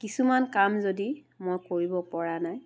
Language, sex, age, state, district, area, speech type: Assamese, female, 60+, Assam, Charaideo, urban, spontaneous